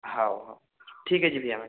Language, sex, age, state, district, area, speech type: Hindi, male, 60+, Madhya Pradesh, Balaghat, rural, conversation